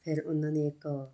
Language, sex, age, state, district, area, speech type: Punjabi, female, 30-45, Punjab, Muktsar, urban, spontaneous